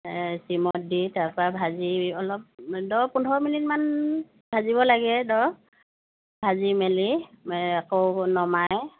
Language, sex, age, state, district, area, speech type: Assamese, female, 45-60, Assam, Dibrugarh, rural, conversation